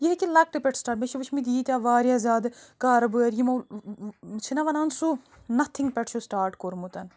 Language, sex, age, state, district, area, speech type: Kashmiri, female, 30-45, Jammu and Kashmir, Bandipora, rural, spontaneous